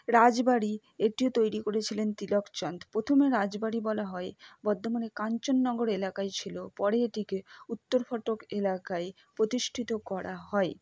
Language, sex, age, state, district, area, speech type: Bengali, female, 18-30, West Bengal, Purba Bardhaman, urban, spontaneous